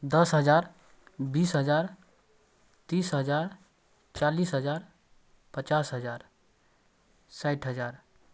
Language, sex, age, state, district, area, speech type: Maithili, male, 18-30, Bihar, Darbhanga, rural, spontaneous